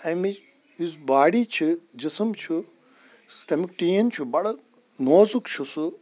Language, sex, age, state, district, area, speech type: Kashmiri, male, 45-60, Jammu and Kashmir, Kulgam, rural, spontaneous